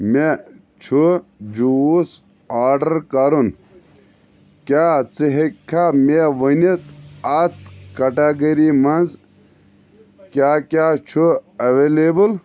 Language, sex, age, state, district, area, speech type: Kashmiri, male, 30-45, Jammu and Kashmir, Anantnag, rural, read